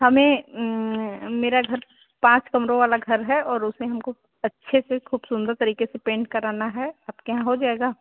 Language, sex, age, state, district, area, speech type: Hindi, female, 18-30, Uttar Pradesh, Chandauli, rural, conversation